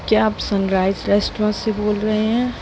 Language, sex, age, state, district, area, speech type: Hindi, female, 18-30, Madhya Pradesh, Jabalpur, urban, spontaneous